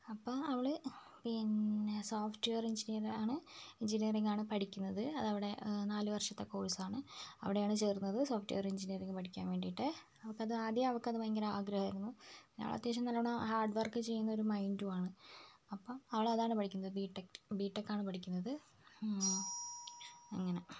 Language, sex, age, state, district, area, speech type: Malayalam, female, 45-60, Kerala, Wayanad, rural, spontaneous